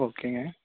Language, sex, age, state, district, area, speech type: Tamil, male, 18-30, Tamil Nadu, Coimbatore, rural, conversation